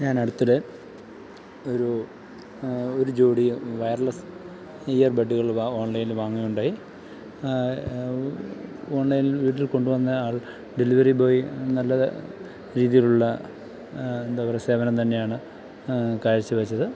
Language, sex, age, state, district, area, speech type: Malayalam, male, 30-45, Kerala, Thiruvananthapuram, rural, spontaneous